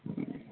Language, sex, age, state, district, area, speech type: Hindi, male, 30-45, Uttar Pradesh, Azamgarh, rural, conversation